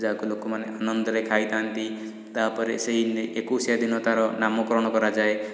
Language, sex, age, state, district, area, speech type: Odia, male, 30-45, Odisha, Puri, urban, spontaneous